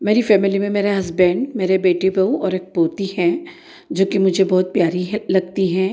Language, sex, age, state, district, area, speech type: Hindi, female, 45-60, Madhya Pradesh, Ujjain, urban, spontaneous